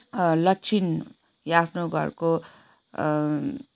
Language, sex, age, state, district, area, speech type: Nepali, female, 30-45, West Bengal, Kalimpong, rural, spontaneous